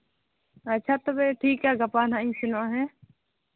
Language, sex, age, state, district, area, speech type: Santali, female, 18-30, Jharkhand, Seraikela Kharsawan, rural, conversation